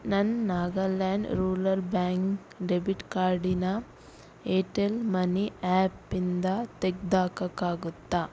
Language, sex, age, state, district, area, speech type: Kannada, female, 30-45, Karnataka, Udupi, rural, read